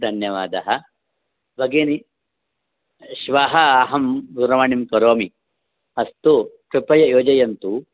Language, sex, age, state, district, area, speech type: Sanskrit, male, 45-60, Karnataka, Bangalore Urban, urban, conversation